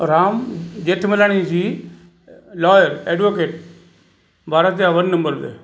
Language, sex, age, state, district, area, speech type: Sindhi, male, 60+, Gujarat, Kutch, rural, spontaneous